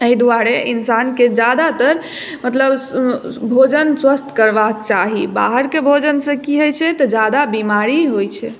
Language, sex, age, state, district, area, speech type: Maithili, female, 18-30, Bihar, Madhubani, rural, spontaneous